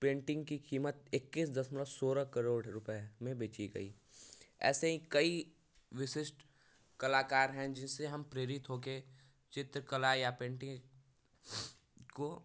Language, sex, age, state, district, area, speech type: Hindi, male, 18-30, Uttar Pradesh, Varanasi, rural, spontaneous